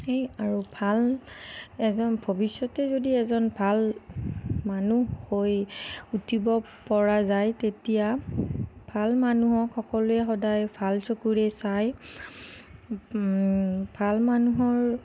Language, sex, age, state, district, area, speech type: Assamese, female, 30-45, Assam, Nagaon, rural, spontaneous